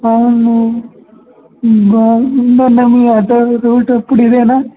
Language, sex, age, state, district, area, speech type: Telugu, male, 18-30, Telangana, Mancherial, rural, conversation